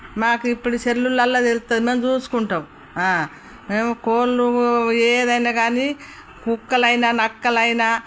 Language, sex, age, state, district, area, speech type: Telugu, female, 60+, Telangana, Peddapalli, rural, spontaneous